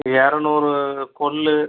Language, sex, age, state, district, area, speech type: Tamil, male, 45-60, Tamil Nadu, Cuddalore, rural, conversation